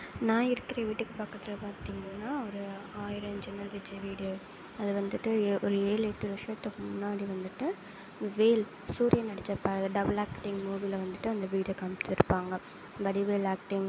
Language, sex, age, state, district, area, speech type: Tamil, female, 18-30, Tamil Nadu, Sivaganga, rural, spontaneous